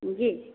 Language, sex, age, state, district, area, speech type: Hindi, female, 45-60, Uttar Pradesh, Azamgarh, rural, conversation